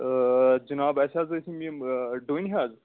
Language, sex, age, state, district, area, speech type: Kashmiri, male, 30-45, Jammu and Kashmir, Anantnag, rural, conversation